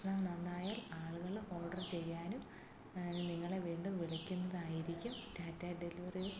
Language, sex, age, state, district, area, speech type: Malayalam, female, 45-60, Kerala, Alappuzha, rural, spontaneous